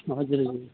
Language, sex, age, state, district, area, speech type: Nepali, male, 45-60, West Bengal, Darjeeling, rural, conversation